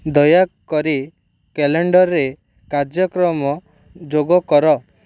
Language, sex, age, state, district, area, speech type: Odia, male, 30-45, Odisha, Ganjam, urban, read